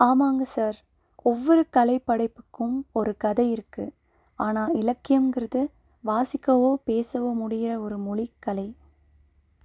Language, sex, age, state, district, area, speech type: Tamil, female, 18-30, Tamil Nadu, Nilgiris, urban, read